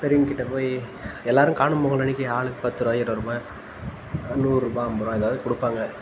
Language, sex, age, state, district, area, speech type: Tamil, male, 18-30, Tamil Nadu, Tiruvannamalai, urban, spontaneous